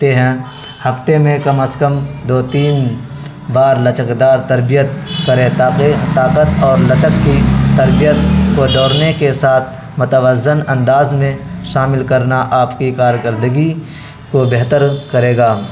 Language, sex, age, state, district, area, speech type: Urdu, male, 18-30, Bihar, Araria, rural, spontaneous